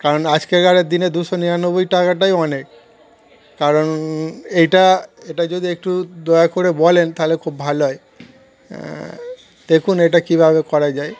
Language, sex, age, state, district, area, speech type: Bengali, male, 30-45, West Bengal, Darjeeling, urban, spontaneous